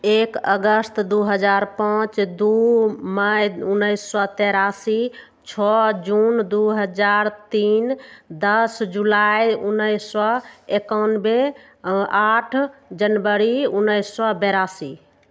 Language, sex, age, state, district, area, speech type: Maithili, female, 45-60, Bihar, Begusarai, urban, spontaneous